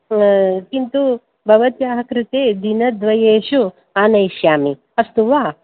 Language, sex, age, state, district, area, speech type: Sanskrit, female, 45-60, Karnataka, Bangalore Urban, urban, conversation